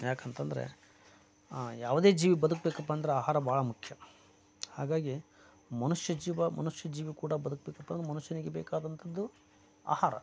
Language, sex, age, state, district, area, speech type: Kannada, male, 45-60, Karnataka, Koppal, rural, spontaneous